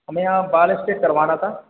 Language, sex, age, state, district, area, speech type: Hindi, male, 30-45, Madhya Pradesh, Hoshangabad, rural, conversation